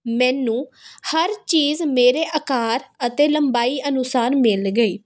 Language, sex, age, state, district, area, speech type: Punjabi, female, 18-30, Punjab, Kapurthala, urban, spontaneous